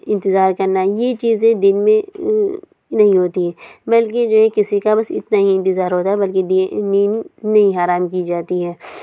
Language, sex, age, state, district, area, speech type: Urdu, female, 60+, Uttar Pradesh, Lucknow, urban, spontaneous